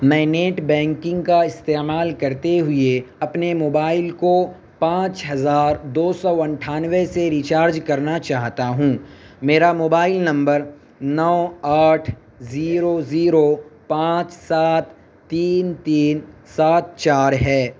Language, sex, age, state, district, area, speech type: Urdu, male, 18-30, Uttar Pradesh, Saharanpur, urban, read